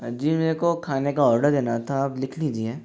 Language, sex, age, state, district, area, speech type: Hindi, male, 18-30, Rajasthan, Jaipur, urban, spontaneous